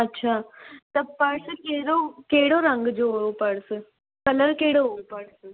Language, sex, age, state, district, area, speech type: Sindhi, female, 18-30, Rajasthan, Ajmer, urban, conversation